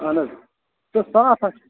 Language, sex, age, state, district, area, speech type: Kashmiri, male, 45-60, Jammu and Kashmir, Ganderbal, urban, conversation